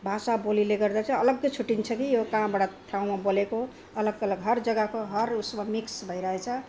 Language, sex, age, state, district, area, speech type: Nepali, female, 60+, Assam, Sonitpur, rural, spontaneous